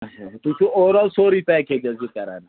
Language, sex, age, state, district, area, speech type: Kashmiri, male, 45-60, Jammu and Kashmir, Srinagar, urban, conversation